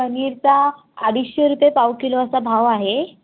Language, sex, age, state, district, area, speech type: Marathi, female, 18-30, Maharashtra, Raigad, rural, conversation